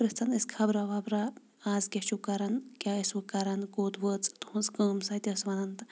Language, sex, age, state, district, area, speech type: Kashmiri, female, 30-45, Jammu and Kashmir, Shopian, urban, spontaneous